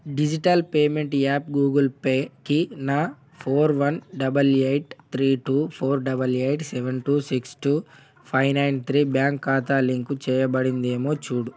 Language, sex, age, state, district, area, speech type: Telugu, male, 18-30, Telangana, Mancherial, rural, read